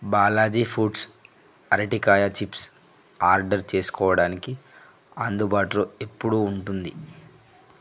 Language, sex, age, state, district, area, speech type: Telugu, male, 18-30, Telangana, Nirmal, rural, read